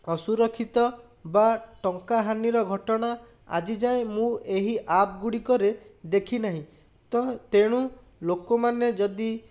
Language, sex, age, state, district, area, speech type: Odia, male, 45-60, Odisha, Bhadrak, rural, spontaneous